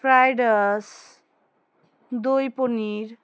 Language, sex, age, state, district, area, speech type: Bengali, female, 30-45, West Bengal, Alipurduar, rural, spontaneous